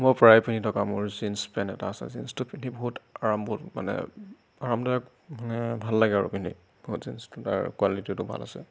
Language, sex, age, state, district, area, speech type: Assamese, male, 30-45, Assam, Nagaon, rural, spontaneous